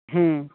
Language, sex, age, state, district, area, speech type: Odia, male, 45-60, Odisha, Nabarangpur, rural, conversation